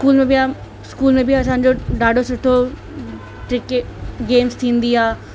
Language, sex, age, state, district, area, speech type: Sindhi, female, 18-30, Delhi, South Delhi, urban, spontaneous